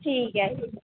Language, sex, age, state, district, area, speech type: Punjabi, female, 18-30, Punjab, Barnala, rural, conversation